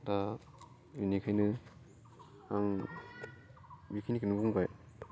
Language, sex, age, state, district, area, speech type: Bodo, male, 45-60, Assam, Udalguri, rural, spontaneous